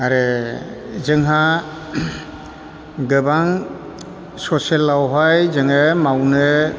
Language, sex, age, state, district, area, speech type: Bodo, male, 60+, Assam, Chirang, rural, spontaneous